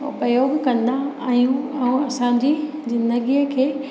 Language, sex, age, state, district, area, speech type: Sindhi, female, 30-45, Gujarat, Kutch, rural, spontaneous